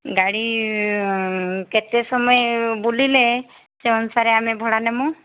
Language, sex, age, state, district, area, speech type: Odia, female, 45-60, Odisha, Sambalpur, rural, conversation